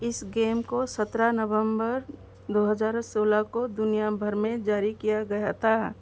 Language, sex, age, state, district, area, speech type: Hindi, female, 45-60, Madhya Pradesh, Seoni, rural, read